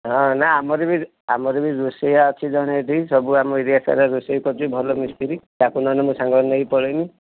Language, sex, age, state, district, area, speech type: Odia, male, 45-60, Odisha, Kendujhar, urban, conversation